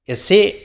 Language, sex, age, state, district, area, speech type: Bodo, male, 45-60, Assam, Kokrajhar, rural, spontaneous